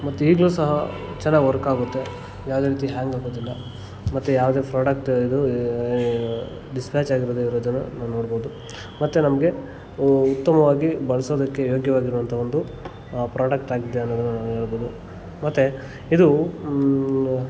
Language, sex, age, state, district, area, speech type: Kannada, male, 30-45, Karnataka, Kolar, rural, spontaneous